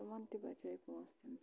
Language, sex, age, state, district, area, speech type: Kashmiri, female, 45-60, Jammu and Kashmir, Budgam, rural, spontaneous